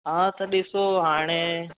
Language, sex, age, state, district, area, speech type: Sindhi, male, 18-30, Gujarat, Surat, urban, conversation